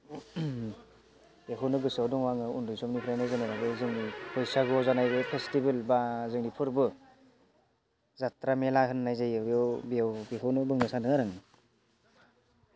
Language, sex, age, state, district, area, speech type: Bodo, male, 18-30, Assam, Udalguri, rural, spontaneous